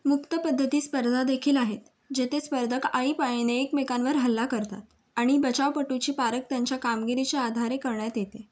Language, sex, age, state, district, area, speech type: Marathi, female, 18-30, Maharashtra, Raigad, rural, read